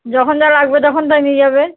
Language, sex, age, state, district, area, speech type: Bengali, female, 30-45, West Bengal, Uttar Dinajpur, urban, conversation